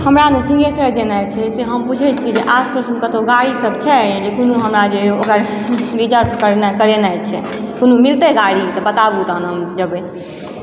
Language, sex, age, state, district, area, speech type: Maithili, female, 18-30, Bihar, Supaul, rural, spontaneous